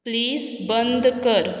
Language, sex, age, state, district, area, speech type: Goan Konkani, female, 30-45, Goa, Quepem, rural, read